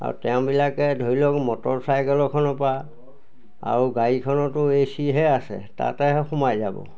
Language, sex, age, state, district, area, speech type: Assamese, male, 60+, Assam, Majuli, urban, spontaneous